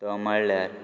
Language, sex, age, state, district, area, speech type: Goan Konkani, male, 18-30, Goa, Quepem, rural, spontaneous